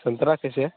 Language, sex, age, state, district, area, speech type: Hindi, male, 18-30, Bihar, Begusarai, rural, conversation